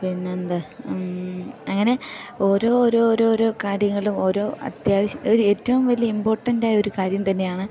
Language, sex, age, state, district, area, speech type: Malayalam, female, 18-30, Kerala, Idukki, rural, spontaneous